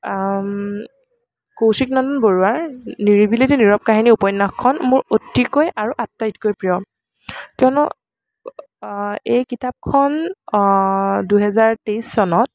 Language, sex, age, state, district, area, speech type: Assamese, female, 18-30, Assam, Kamrup Metropolitan, urban, spontaneous